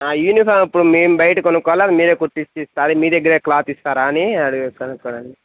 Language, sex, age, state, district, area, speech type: Telugu, male, 18-30, Andhra Pradesh, Visakhapatnam, rural, conversation